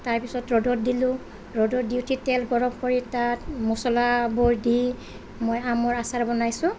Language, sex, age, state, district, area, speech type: Assamese, female, 30-45, Assam, Nalbari, rural, spontaneous